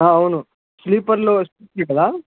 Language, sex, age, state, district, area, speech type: Telugu, male, 18-30, Andhra Pradesh, Palnadu, rural, conversation